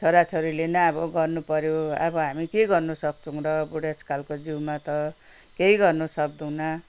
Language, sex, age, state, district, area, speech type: Nepali, female, 60+, West Bengal, Kalimpong, rural, spontaneous